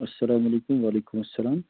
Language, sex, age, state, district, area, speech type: Kashmiri, male, 45-60, Jammu and Kashmir, Srinagar, urban, conversation